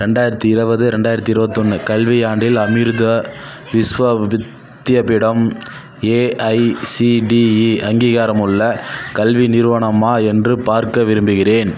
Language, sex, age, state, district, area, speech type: Tamil, male, 30-45, Tamil Nadu, Kallakurichi, urban, read